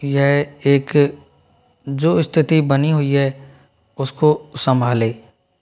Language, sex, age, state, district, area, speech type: Hindi, male, 60+, Rajasthan, Jaipur, urban, spontaneous